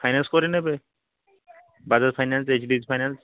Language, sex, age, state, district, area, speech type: Odia, male, 30-45, Odisha, Balasore, rural, conversation